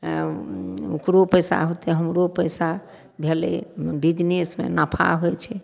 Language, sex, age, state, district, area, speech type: Maithili, female, 60+, Bihar, Madhepura, urban, spontaneous